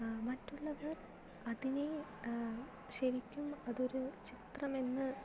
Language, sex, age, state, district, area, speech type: Malayalam, female, 18-30, Kerala, Palakkad, rural, spontaneous